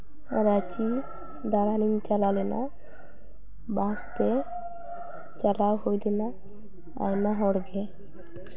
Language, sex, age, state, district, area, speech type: Santali, female, 18-30, West Bengal, Paschim Bardhaman, urban, spontaneous